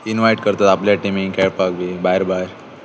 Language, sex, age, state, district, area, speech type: Goan Konkani, male, 18-30, Goa, Pernem, rural, spontaneous